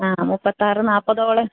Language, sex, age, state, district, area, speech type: Malayalam, female, 45-60, Kerala, Kasaragod, rural, conversation